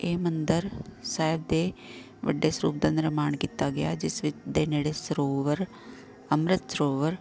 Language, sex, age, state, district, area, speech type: Punjabi, female, 45-60, Punjab, Amritsar, urban, spontaneous